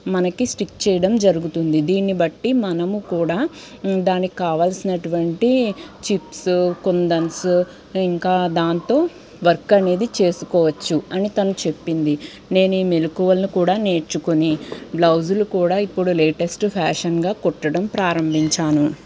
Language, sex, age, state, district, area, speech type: Telugu, female, 30-45, Andhra Pradesh, Guntur, urban, spontaneous